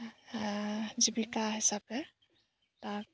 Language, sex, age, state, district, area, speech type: Assamese, female, 18-30, Assam, Lakhimpur, rural, spontaneous